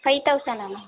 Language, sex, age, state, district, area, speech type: Tamil, female, 18-30, Tamil Nadu, Tiruvarur, rural, conversation